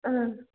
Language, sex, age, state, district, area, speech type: Kannada, female, 30-45, Karnataka, Hassan, urban, conversation